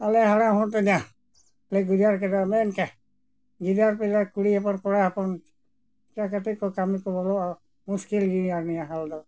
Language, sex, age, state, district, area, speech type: Santali, male, 60+, Jharkhand, Bokaro, rural, spontaneous